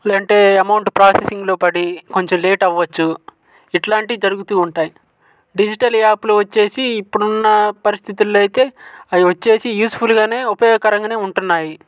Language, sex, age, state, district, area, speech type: Telugu, male, 18-30, Andhra Pradesh, Guntur, urban, spontaneous